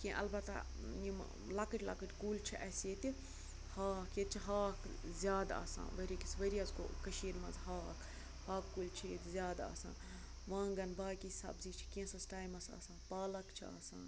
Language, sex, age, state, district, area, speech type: Kashmiri, female, 18-30, Jammu and Kashmir, Budgam, rural, spontaneous